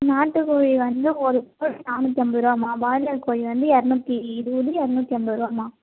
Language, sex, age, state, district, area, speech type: Tamil, female, 18-30, Tamil Nadu, Tiruvannamalai, urban, conversation